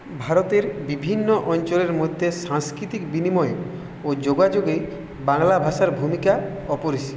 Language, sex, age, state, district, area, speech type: Bengali, male, 30-45, West Bengal, Purulia, rural, spontaneous